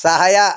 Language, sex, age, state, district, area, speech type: Kannada, male, 60+, Karnataka, Bidar, rural, read